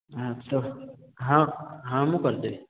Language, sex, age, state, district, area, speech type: Odia, male, 18-30, Odisha, Khordha, rural, conversation